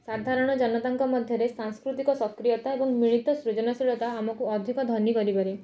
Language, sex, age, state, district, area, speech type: Odia, female, 18-30, Odisha, Cuttack, urban, spontaneous